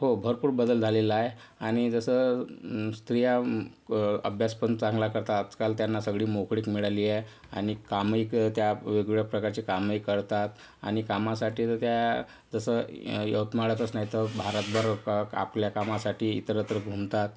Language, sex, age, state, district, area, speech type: Marathi, male, 18-30, Maharashtra, Yavatmal, rural, spontaneous